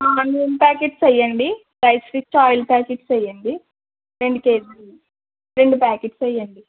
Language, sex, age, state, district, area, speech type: Telugu, female, 60+, Andhra Pradesh, East Godavari, rural, conversation